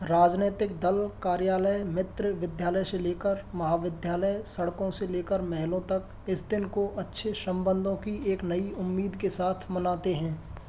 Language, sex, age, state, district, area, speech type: Hindi, male, 30-45, Rajasthan, Karauli, urban, read